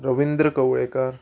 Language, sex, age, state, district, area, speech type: Goan Konkani, male, 18-30, Goa, Murmgao, urban, spontaneous